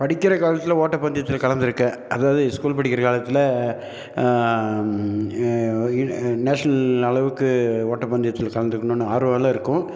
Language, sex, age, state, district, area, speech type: Tamil, male, 45-60, Tamil Nadu, Nilgiris, urban, spontaneous